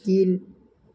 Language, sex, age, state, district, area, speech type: Tamil, male, 18-30, Tamil Nadu, Namakkal, rural, read